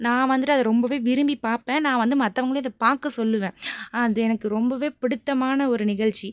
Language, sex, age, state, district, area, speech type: Tamil, female, 18-30, Tamil Nadu, Pudukkottai, rural, spontaneous